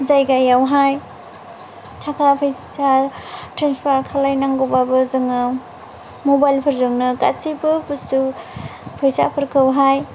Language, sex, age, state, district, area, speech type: Bodo, female, 30-45, Assam, Chirang, rural, spontaneous